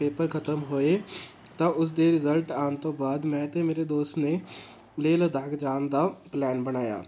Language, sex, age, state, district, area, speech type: Punjabi, male, 18-30, Punjab, Tarn Taran, rural, spontaneous